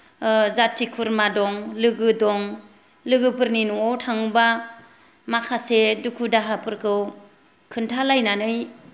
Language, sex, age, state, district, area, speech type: Bodo, female, 45-60, Assam, Kokrajhar, rural, spontaneous